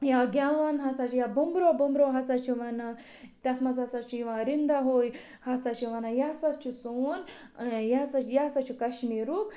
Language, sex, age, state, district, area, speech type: Kashmiri, other, 30-45, Jammu and Kashmir, Budgam, rural, spontaneous